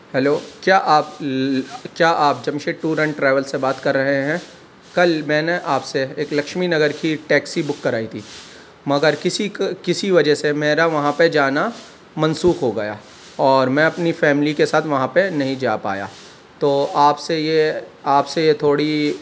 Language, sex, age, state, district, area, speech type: Urdu, male, 30-45, Delhi, Central Delhi, urban, spontaneous